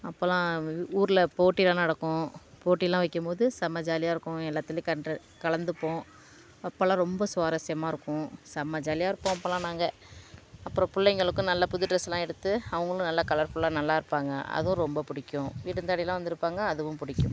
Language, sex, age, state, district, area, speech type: Tamil, female, 18-30, Tamil Nadu, Thanjavur, rural, spontaneous